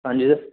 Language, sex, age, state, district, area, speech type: Punjabi, male, 18-30, Punjab, Mohali, rural, conversation